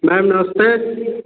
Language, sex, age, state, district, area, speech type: Hindi, male, 18-30, Uttar Pradesh, Azamgarh, rural, conversation